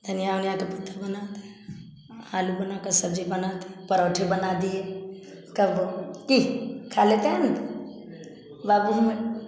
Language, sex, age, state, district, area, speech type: Hindi, female, 60+, Bihar, Samastipur, rural, spontaneous